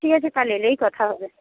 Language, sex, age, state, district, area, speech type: Bengali, female, 30-45, West Bengal, Paschim Medinipur, rural, conversation